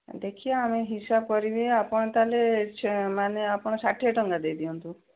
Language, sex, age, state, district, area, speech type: Odia, female, 60+, Odisha, Gajapati, rural, conversation